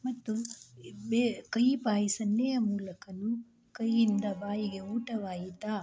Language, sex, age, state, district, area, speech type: Kannada, female, 45-60, Karnataka, Shimoga, rural, spontaneous